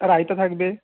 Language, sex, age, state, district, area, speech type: Bengali, male, 18-30, West Bengal, Jalpaiguri, rural, conversation